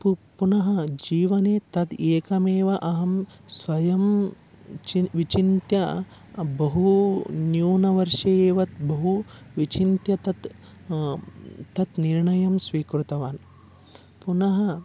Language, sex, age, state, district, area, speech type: Sanskrit, male, 18-30, Karnataka, Vijayanagara, rural, spontaneous